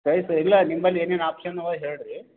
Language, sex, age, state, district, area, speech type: Kannada, male, 45-60, Karnataka, Gulbarga, urban, conversation